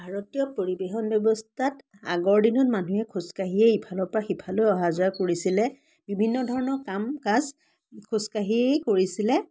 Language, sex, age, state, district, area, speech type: Assamese, female, 30-45, Assam, Biswanath, rural, spontaneous